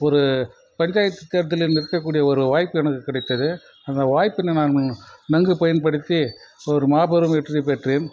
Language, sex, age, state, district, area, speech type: Tamil, male, 45-60, Tamil Nadu, Krishnagiri, rural, spontaneous